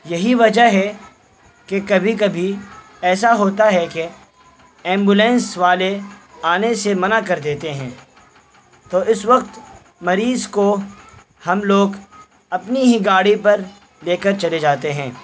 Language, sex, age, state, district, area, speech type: Urdu, male, 18-30, Bihar, Purnia, rural, spontaneous